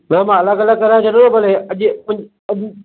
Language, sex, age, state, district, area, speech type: Sindhi, male, 30-45, Gujarat, Kutch, rural, conversation